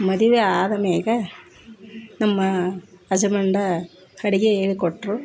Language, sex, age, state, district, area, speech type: Kannada, female, 45-60, Karnataka, Koppal, rural, spontaneous